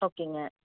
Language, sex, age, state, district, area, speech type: Tamil, female, 30-45, Tamil Nadu, Coimbatore, rural, conversation